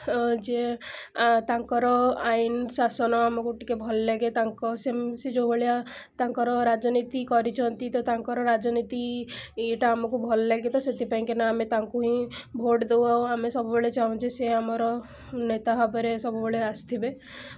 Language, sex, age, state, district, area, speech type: Odia, female, 18-30, Odisha, Cuttack, urban, spontaneous